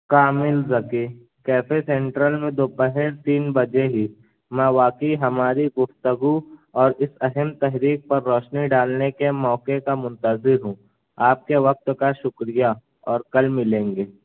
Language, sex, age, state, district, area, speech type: Urdu, male, 18-30, Maharashtra, Nashik, urban, conversation